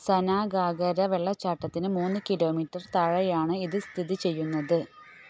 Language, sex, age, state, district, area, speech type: Malayalam, female, 30-45, Kerala, Malappuram, rural, read